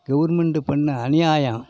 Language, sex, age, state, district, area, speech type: Tamil, male, 60+, Tamil Nadu, Thanjavur, rural, spontaneous